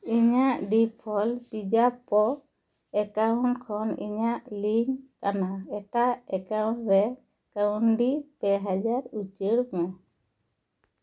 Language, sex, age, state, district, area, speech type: Santali, female, 30-45, West Bengal, Bankura, rural, read